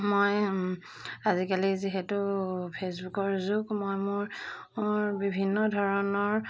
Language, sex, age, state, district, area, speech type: Assamese, female, 45-60, Assam, Jorhat, urban, spontaneous